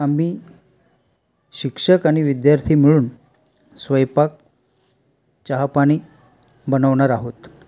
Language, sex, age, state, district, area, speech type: Marathi, male, 45-60, Maharashtra, Palghar, rural, spontaneous